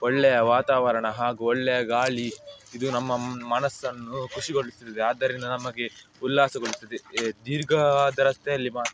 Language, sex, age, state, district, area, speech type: Kannada, male, 18-30, Karnataka, Udupi, rural, spontaneous